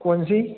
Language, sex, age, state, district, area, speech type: Hindi, male, 30-45, Madhya Pradesh, Hoshangabad, rural, conversation